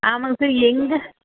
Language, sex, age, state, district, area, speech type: Tamil, female, 18-30, Tamil Nadu, Perambalur, urban, conversation